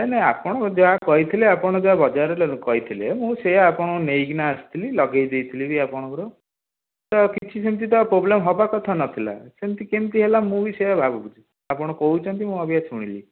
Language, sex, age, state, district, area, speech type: Odia, male, 18-30, Odisha, Cuttack, urban, conversation